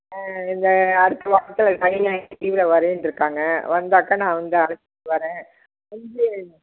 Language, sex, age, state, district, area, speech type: Tamil, female, 60+, Tamil Nadu, Thanjavur, urban, conversation